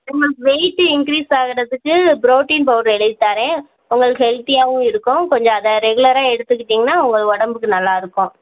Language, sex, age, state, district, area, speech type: Tamil, female, 18-30, Tamil Nadu, Virudhunagar, rural, conversation